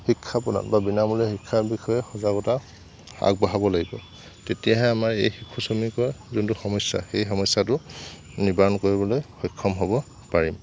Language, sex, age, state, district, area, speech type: Assamese, male, 18-30, Assam, Lakhimpur, rural, spontaneous